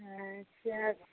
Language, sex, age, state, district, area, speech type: Maithili, female, 60+, Bihar, Saharsa, rural, conversation